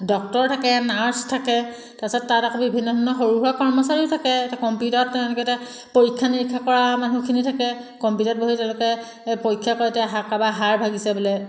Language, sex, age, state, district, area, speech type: Assamese, female, 30-45, Assam, Jorhat, urban, spontaneous